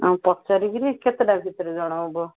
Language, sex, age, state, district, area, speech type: Odia, female, 30-45, Odisha, Ganjam, urban, conversation